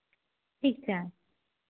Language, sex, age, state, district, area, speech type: Hindi, female, 30-45, Bihar, Madhepura, rural, conversation